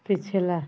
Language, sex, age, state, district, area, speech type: Hindi, female, 45-60, Uttar Pradesh, Azamgarh, rural, read